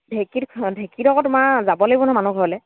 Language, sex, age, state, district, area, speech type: Assamese, female, 30-45, Assam, Dhemaji, urban, conversation